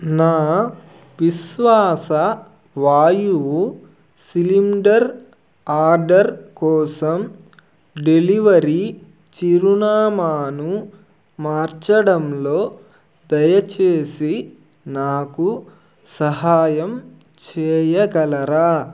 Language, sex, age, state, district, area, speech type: Telugu, male, 30-45, Andhra Pradesh, Nellore, rural, read